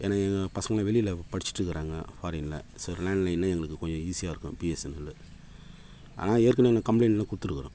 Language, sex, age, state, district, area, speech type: Tamil, male, 45-60, Tamil Nadu, Kallakurichi, rural, spontaneous